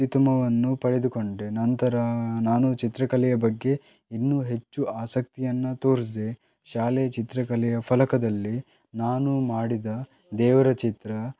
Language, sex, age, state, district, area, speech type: Kannada, male, 18-30, Karnataka, Chitradurga, rural, spontaneous